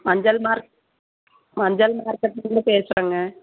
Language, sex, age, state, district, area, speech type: Tamil, female, 30-45, Tamil Nadu, Coimbatore, rural, conversation